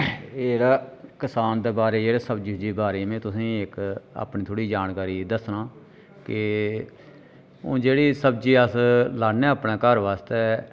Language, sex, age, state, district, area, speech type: Dogri, male, 45-60, Jammu and Kashmir, Reasi, rural, spontaneous